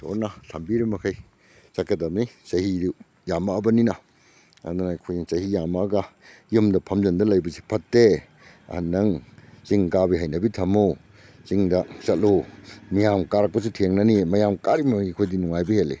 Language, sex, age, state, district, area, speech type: Manipuri, male, 60+, Manipur, Kakching, rural, spontaneous